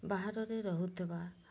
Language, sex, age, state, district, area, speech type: Odia, female, 30-45, Odisha, Mayurbhanj, rural, spontaneous